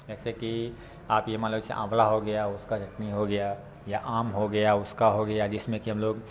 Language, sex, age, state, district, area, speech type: Hindi, male, 30-45, Bihar, Darbhanga, rural, spontaneous